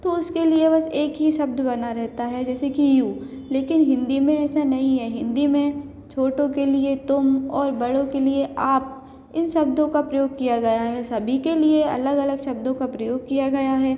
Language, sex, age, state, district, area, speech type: Hindi, female, 18-30, Madhya Pradesh, Hoshangabad, rural, spontaneous